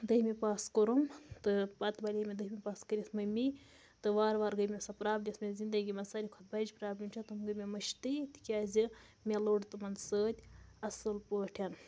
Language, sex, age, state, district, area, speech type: Kashmiri, female, 18-30, Jammu and Kashmir, Budgam, rural, spontaneous